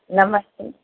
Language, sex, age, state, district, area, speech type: Sindhi, female, 45-60, Gujarat, Kutch, urban, conversation